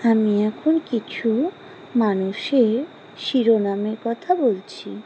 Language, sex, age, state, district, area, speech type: Bengali, female, 30-45, West Bengal, Alipurduar, rural, spontaneous